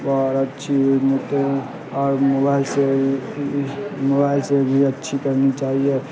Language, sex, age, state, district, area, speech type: Urdu, male, 18-30, Bihar, Saharsa, rural, spontaneous